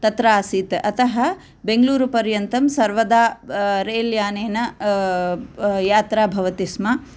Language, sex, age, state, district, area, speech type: Sanskrit, female, 45-60, Andhra Pradesh, Kurnool, urban, spontaneous